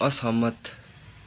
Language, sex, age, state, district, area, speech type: Nepali, male, 18-30, West Bengal, Darjeeling, rural, read